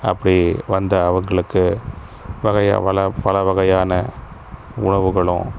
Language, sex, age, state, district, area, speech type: Tamil, male, 30-45, Tamil Nadu, Pudukkottai, rural, spontaneous